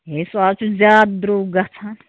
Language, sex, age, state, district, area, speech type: Kashmiri, female, 45-60, Jammu and Kashmir, Ganderbal, rural, conversation